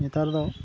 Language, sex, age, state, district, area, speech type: Santali, male, 18-30, West Bengal, Malda, rural, spontaneous